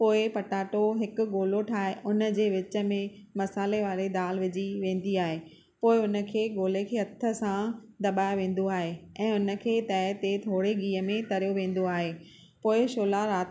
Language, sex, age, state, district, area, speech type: Sindhi, female, 45-60, Maharashtra, Thane, urban, spontaneous